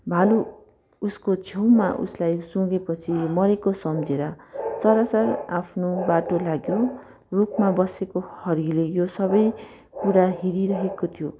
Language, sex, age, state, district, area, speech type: Nepali, female, 45-60, West Bengal, Darjeeling, rural, spontaneous